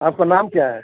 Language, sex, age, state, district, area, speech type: Urdu, male, 60+, Delhi, South Delhi, urban, conversation